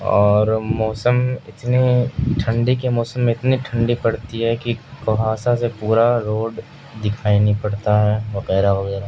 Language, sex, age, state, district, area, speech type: Urdu, male, 18-30, Bihar, Supaul, rural, spontaneous